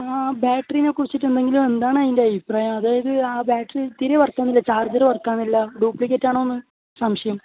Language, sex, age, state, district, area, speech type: Malayalam, male, 18-30, Kerala, Kasaragod, rural, conversation